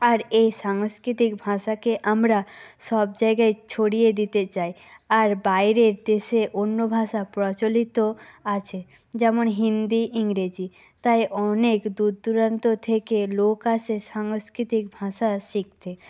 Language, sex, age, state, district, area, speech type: Bengali, female, 18-30, West Bengal, Nadia, rural, spontaneous